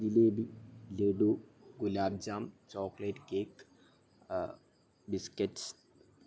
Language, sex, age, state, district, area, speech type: Malayalam, male, 18-30, Kerala, Wayanad, rural, spontaneous